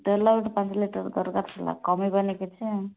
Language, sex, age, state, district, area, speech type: Odia, female, 18-30, Odisha, Nabarangpur, urban, conversation